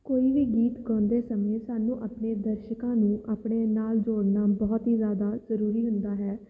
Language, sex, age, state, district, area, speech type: Punjabi, female, 18-30, Punjab, Fatehgarh Sahib, urban, spontaneous